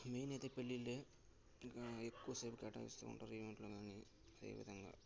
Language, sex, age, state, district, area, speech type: Telugu, male, 18-30, Andhra Pradesh, Sri Balaji, rural, spontaneous